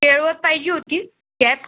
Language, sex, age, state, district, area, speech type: Marathi, male, 30-45, Maharashtra, Buldhana, rural, conversation